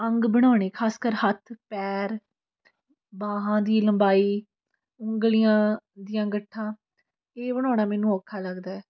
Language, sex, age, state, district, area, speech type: Punjabi, female, 18-30, Punjab, Fatehgarh Sahib, urban, spontaneous